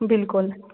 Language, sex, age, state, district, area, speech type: Kashmiri, female, 45-60, Jammu and Kashmir, Srinagar, urban, conversation